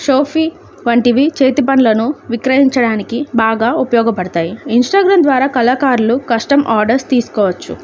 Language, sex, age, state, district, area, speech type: Telugu, female, 18-30, Andhra Pradesh, Alluri Sitarama Raju, rural, spontaneous